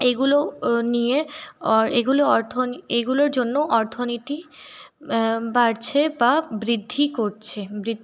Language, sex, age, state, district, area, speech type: Bengali, female, 30-45, West Bengal, Paschim Bardhaman, urban, spontaneous